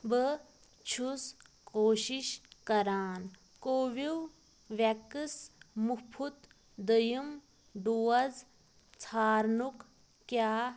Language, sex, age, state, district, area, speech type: Kashmiri, female, 18-30, Jammu and Kashmir, Pulwama, rural, read